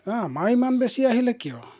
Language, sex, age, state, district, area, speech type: Assamese, male, 45-60, Assam, Golaghat, rural, spontaneous